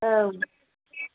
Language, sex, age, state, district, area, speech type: Bodo, female, 18-30, Assam, Kokrajhar, rural, conversation